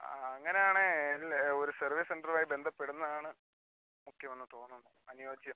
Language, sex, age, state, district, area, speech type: Malayalam, male, 18-30, Kerala, Kollam, rural, conversation